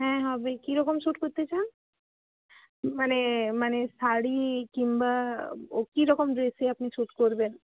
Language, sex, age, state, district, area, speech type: Bengali, female, 18-30, West Bengal, Uttar Dinajpur, rural, conversation